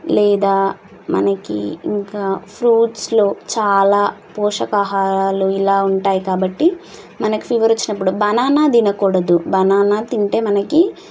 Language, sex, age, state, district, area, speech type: Telugu, female, 18-30, Telangana, Nalgonda, urban, spontaneous